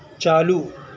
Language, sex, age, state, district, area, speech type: Urdu, male, 60+, Telangana, Hyderabad, urban, read